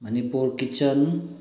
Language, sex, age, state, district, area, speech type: Manipuri, male, 45-60, Manipur, Bishnupur, rural, spontaneous